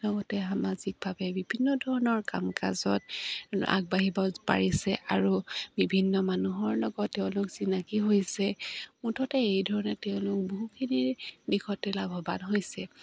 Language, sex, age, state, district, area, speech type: Assamese, female, 45-60, Assam, Dibrugarh, rural, spontaneous